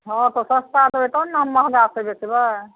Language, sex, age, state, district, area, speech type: Maithili, female, 30-45, Bihar, Saharsa, rural, conversation